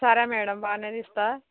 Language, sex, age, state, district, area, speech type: Telugu, female, 30-45, Telangana, Warangal, rural, conversation